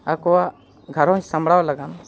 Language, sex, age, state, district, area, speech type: Santali, male, 45-60, Jharkhand, East Singhbhum, rural, spontaneous